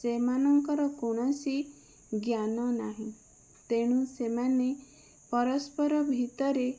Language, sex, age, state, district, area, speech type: Odia, female, 30-45, Odisha, Bhadrak, rural, spontaneous